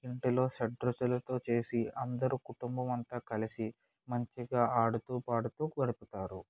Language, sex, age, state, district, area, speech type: Telugu, male, 18-30, Andhra Pradesh, Eluru, rural, spontaneous